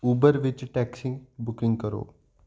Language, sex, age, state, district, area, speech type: Punjabi, male, 18-30, Punjab, Hoshiarpur, urban, read